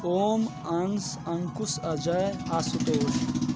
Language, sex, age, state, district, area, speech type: Hindi, male, 18-30, Bihar, Darbhanga, rural, spontaneous